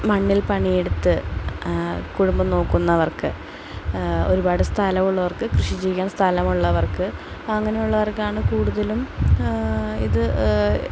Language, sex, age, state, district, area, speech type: Malayalam, female, 18-30, Kerala, Palakkad, urban, spontaneous